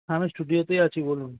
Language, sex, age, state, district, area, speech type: Bengali, male, 45-60, West Bengal, Birbhum, urban, conversation